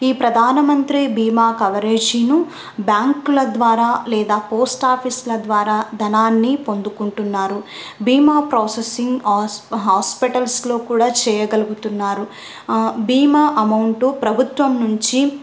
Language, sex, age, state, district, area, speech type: Telugu, female, 18-30, Andhra Pradesh, Kurnool, rural, spontaneous